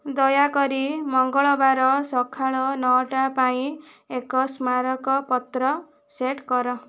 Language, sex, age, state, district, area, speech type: Odia, female, 45-60, Odisha, Kandhamal, rural, read